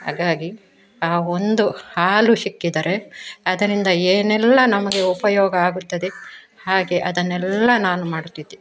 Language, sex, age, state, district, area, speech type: Kannada, female, 60+, Karnataka, Udupi, rural, spontaneous